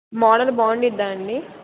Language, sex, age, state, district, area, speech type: Telugu, female, 18-30, Andhra Pradesh, N T Rama Rao, urban, conversation